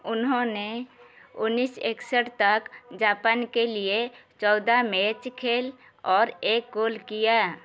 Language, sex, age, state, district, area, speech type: Hindi, female, 45-60, Madhya Pradesh, Chhindwara, rural, read